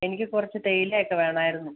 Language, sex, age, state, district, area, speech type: Malayalam, female, 30-45, Kerala, Idukki, rural, conversation